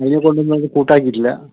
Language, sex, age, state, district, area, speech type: Malayalam, male, 60+, Kerala, Kasaragod, urban, conversation